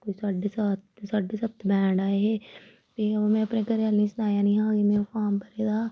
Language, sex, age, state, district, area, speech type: Dogri, female, 30-45, Jammu and Kashmir, Reasi, rural, spontaneous